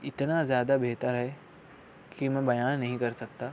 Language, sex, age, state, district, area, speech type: Urdu, male, 60+, Maharashtra, Nashik, urban, spontaneous